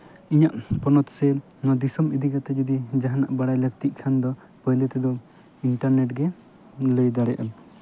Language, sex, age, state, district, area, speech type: Santali, male, 18-30, West Bengal, Jhargram, rural, spontaneous